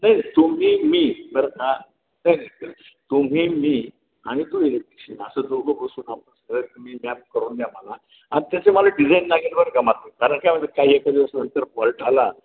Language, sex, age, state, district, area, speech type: Marathi, male, 60+, Maharashtra, Ahmednagar, urban, conversation